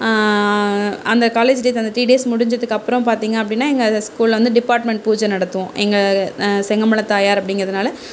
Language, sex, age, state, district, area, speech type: Tamil, female, 30-45, Tamil Nadu, Tiruvarur, urban, spontaneous